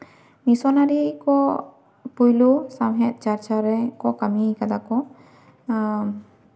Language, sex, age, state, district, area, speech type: Santali, female, 18-30, West Bengal, Jhargram, rural, spontaneous